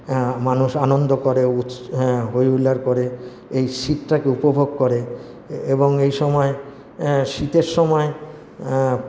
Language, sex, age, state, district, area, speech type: Bengali, male, 60+, West Bengal, Paschim Bardhaman, rural, spontaneous